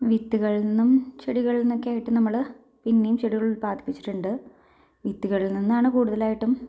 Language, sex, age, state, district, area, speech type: Malayalam, female, 30-45, Kerala, Thrissur, urban, spontaneous